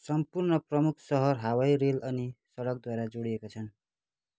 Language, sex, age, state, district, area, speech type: Nepali, male, 30-45, West Bengal, Kalimpong, rural, read